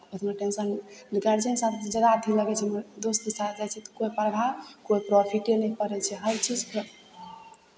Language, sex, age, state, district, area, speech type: Maithili, female, 18-30, Bihar, Begusarai, rural, spontaneous